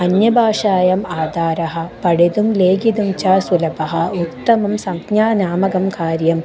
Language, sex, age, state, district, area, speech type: Sanskrit, female, 18-30, Kerala, Malappuram, urban, spontaneous